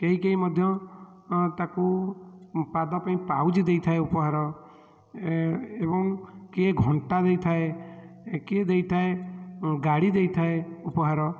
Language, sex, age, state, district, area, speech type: Odia, male, 30-45, Odisha, Puri, urban, spontaneous